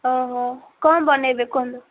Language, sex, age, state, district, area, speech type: Odia, female, 18-30, Odisha, Ganjam, urban, conversation